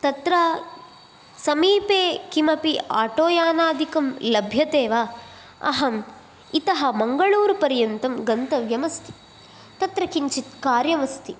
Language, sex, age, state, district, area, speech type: Sanskrit, female, 18-30, Karnataka, Dakshina Kannada, rural, spontaneous